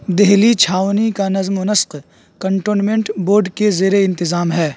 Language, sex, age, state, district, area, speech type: Urdu, male, 18-30, Uttar Pradesh, Saharanpur, urban, read